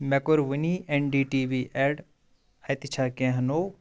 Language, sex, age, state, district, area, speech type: Kashmiri, male, 30-45, Jammu and Kashmir, Shopian, urban, read